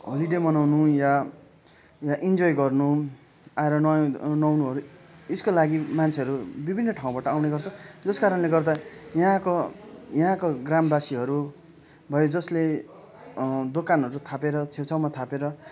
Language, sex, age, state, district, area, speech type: Nepali, male, 18-30, West Bengal, Darjeeling, rural, spontaneous